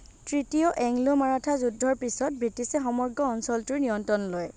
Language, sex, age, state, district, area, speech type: Assamese, female, 18-30, Assam, Nagaon, rural, read